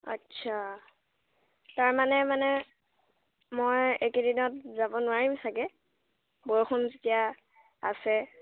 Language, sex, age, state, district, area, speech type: Assamese, female, 18-30, Assam, Nagaon, rural, conversation